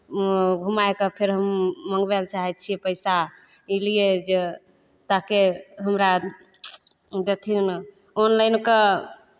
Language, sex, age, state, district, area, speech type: Maithili, female, 30-45, Bihar, Begusarai, rural, spontaneous